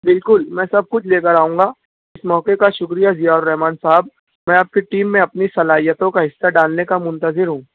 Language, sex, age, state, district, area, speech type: Urdu, male, 18-30, Maharashtra, Nashik, rural, conversation